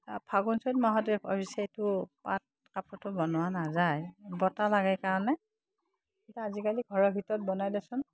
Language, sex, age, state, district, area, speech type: Assamese, female, 60+, Assam, Udalguri, rural, spontaneous